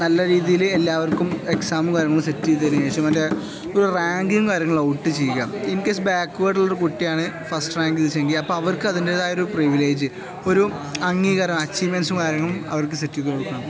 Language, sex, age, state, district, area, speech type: Malayalam, male, 18-30, Kerala, Kozhikode, rural, spontaneous